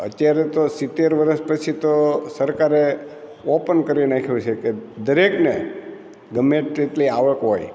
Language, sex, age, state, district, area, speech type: Gujarati, male, 60+, Gujarat, Amreli, rural, spontaneous